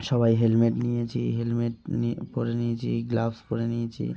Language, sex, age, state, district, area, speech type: Bengali, male, 30-45, West Bengal, Hooghly, urban, spontaneous